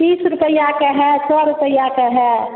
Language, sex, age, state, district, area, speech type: Hindi, female, 60+, Bihar, Begusarai, rural, conversation